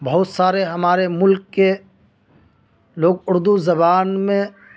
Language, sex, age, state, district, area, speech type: Urdu, male, 30-45, Uttar Pradesh, Ghaziabad, urban, spontaneous